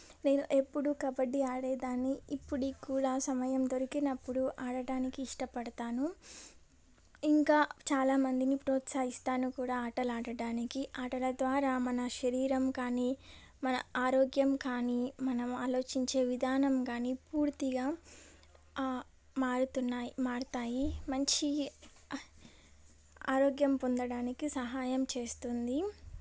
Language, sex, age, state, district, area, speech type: Telugu, female, 18-30, Telangana, Medak, urban, spontaneous